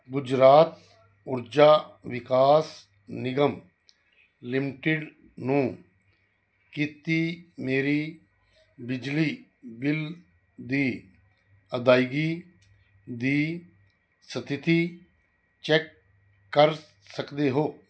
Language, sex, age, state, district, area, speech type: Punjabi, male, 60+, Punjab, Fazilka, rural, read